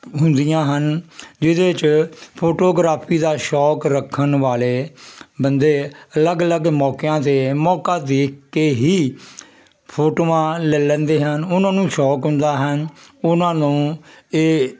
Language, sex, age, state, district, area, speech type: Punjabi, male, 60+, Punjab, Jalandhar, rural, spontaneous